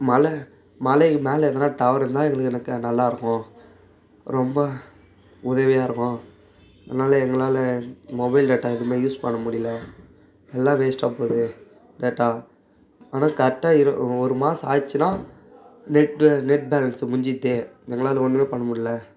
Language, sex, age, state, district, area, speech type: Tamil, male, 18-30, Tamil Nadu, Tiruvannamalai, rural, spontaneous